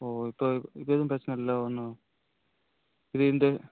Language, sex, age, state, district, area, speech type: Tamil, male, 30-45, Tamil Nadu, Ariyalur, rural, conversation